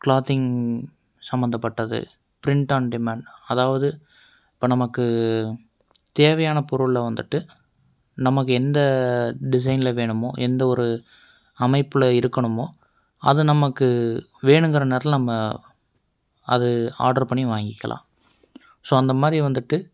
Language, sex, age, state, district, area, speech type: Tamil, male, 18-30, Tamil Nadu, Coimbatore, urban, spontaneous